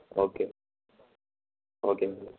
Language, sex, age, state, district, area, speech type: Tamil, male, 18-30, Tamil Nadu, Erode, rural, conversation